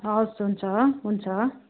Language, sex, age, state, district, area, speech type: Nepali, female, 60+, West Bengal, Kalimpong, rural, conversation